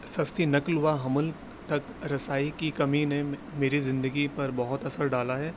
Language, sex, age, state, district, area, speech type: Urdu, male, 18-30, Uttar Pradesh, Aligarh, urban, spontaneous